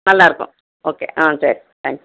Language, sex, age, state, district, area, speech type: Tamil, female, 60+, Tamil Nadu, Krishnagiri, rural, conversation